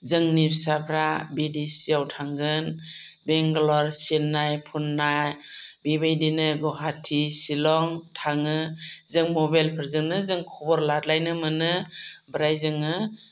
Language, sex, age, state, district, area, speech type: Bodo, female, 45-60, Assam, Chirang, rural, spontaneous